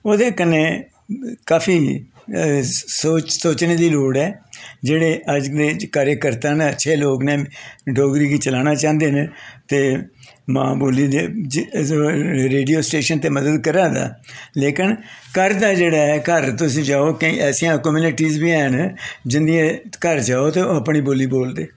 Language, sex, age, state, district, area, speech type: Dogri, male, 60+, Jammu and Kashmir, Jammu, urban, spontaneous